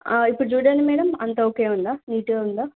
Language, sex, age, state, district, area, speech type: Telugu, female, 18-30, Telangana, Siddipet, urban, conversation